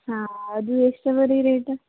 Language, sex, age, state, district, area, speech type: Kannada, female, 18-30, Karnataka, Gulbarga, rural, conversation